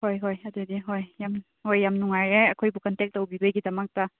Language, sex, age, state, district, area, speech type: Manipuri, female, 18-30, Manipur, Chandel, rural, conversation